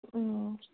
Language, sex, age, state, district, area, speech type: Manipuri, female, 30-45, Manipur, Imphal East, rural, conversation